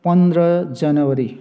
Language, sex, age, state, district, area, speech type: Nepali, male, 60+, West Bengal, Darjeeling, rural, spontaneous